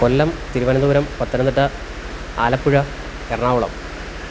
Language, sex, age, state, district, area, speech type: Malayalam, male, 30-45, Kerala, Kollam, rural, spontaneous